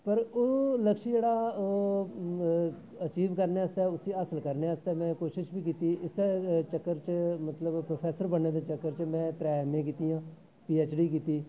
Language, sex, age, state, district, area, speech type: Dogri, male, 45-60, Jammu and Kashmir, Jammu, rural, spontaneous